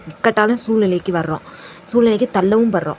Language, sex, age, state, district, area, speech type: Tamil, female, 18-30, Tamil Nadu, Sivaganga, rural, spontaneous